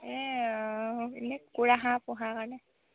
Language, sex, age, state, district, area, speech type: Assamese, female, 18-30, Assam, Sivasagar, rural, conversation